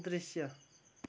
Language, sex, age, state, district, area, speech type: Nepali, male, 30-45, West Bengal, Kalimpong, rural, read